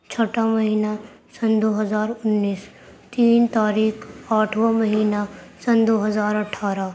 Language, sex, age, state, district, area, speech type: Urdu, female, 45-60, Delhi, Central Delhi, urban, spontaneous